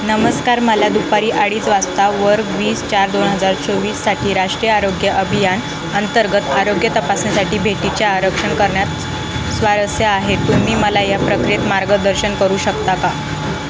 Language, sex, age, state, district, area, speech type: Marathi, female, 18-30, Maharashtra, Jalna, urban, read